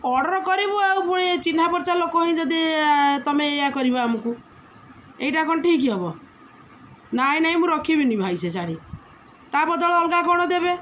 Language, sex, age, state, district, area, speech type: Odia, female, 30-45, Odisha, Jagatsinghpur, urban, spontaneous